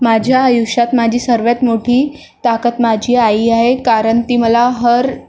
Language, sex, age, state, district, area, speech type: Marathi, female, 18-30, Maharashtra, Nagpur, urban, spontaneous